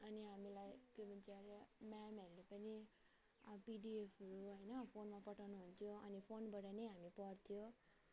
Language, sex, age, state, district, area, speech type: Nepali, female, 30-45, West Bengal, Alipurduar, rural, spontaneous